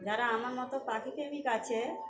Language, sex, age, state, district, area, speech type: Bengali, female, 45-60, West Bengal, Birbhum, urban, spontaneous